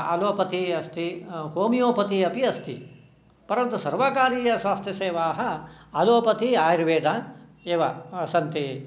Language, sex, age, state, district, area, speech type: Sanskrit, male, 60+, Karnataka, Shimoga, urban, spontaneous